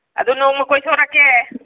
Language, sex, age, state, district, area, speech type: Manipuri, female, 60+, Manipur, Churachandpur, urban, conversation